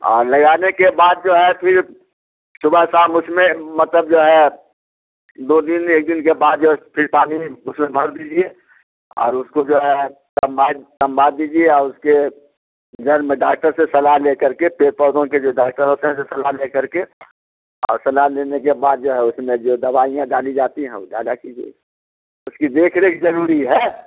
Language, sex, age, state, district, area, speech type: Hindi, male, 60+, Bihar, Muzaffarpur, rural, conversation